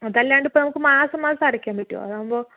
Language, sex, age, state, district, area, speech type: Malayalam, female, 30-45, Kerala, Palakkad, urban, conversation